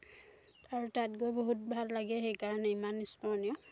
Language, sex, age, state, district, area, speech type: Assamese, female, 18-30, Assam, Dhemaji, urban, spontaneous